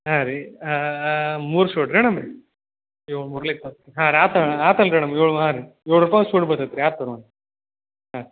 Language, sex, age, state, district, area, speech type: Kannada, male, 18-30, Karnataka, Belgaum, rural, conversation